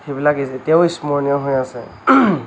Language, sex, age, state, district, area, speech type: Assamese, male, 45-60, Assam, Lakhimpur, rural, spontaneous